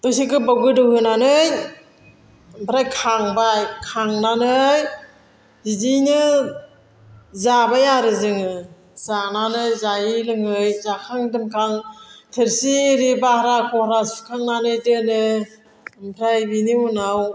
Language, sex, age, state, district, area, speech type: Bodo, female, 60+, Assam, Chirang, rural, spontaneous